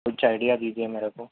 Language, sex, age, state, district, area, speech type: Urdu, male, 30-45, Telangana, Hyderabad, urban, conversation